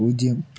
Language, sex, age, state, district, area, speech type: Malayalam, male, 30-45, Kerala, Palakkad, rural, read